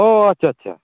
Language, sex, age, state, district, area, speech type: Santali, male, 30-45, West Bengal, Purba Bardhaman, rural, conversation